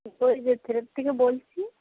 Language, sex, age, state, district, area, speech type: Bengali, female, 45-60, West Bengal, Birbhum, urban, conversation